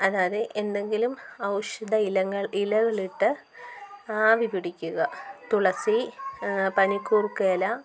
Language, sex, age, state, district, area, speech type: Malayalam, female, 18-30, Kerala, Kottayam, rural, spontaneous